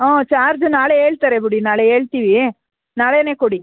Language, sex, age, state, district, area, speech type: Kannada, female, 30-45, Karnataka, Mandya, urban, conversation